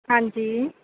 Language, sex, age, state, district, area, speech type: Punjabi, female, 30-45, Punjab, Bathinda, rural, conversation